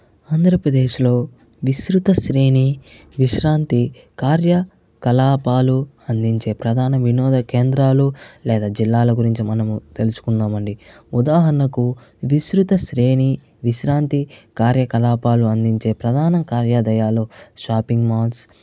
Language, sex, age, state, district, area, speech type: Telugu, male, 45-60, Andhra Pradesh, Chittoor, urban, spontaneous